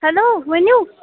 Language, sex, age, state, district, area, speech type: Kashmiri, female, 30-45, Jammu and Kashmir, Bandipora, rural, conversation